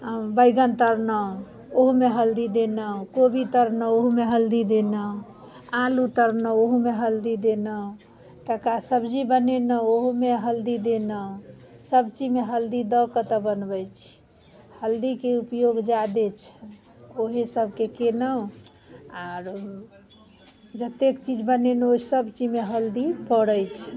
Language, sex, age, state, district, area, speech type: Maithili, female, 45-60, Bihar, Muzaffarpur, urban, spontaneous